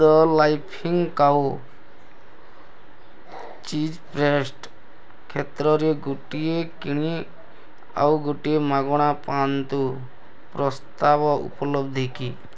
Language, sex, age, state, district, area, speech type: Odia, male, 30-45, Odisha, Bargarh, rural, read